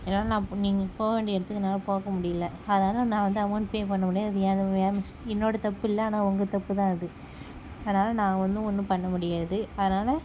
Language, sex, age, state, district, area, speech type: Tamil, female, 60+, Tamil Nadu, Cuddalore, rural, spontaneous